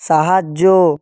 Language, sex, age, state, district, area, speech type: Bengali, male, 30-45, West Bengal, Nadia, rural, read